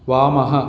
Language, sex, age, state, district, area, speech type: Sanskrit, male, 18-30, Telangana, Vikarabad, urban, read